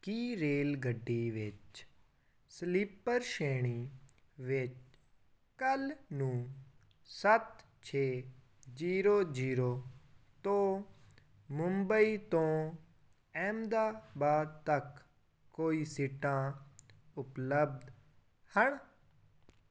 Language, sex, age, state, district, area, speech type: Punjabi, male, 18-30, Punjab, Fazilka, rural, read